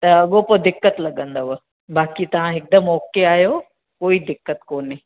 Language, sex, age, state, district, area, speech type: Sindhi, female, 30-45, Gujarat, Surat, urban, conversation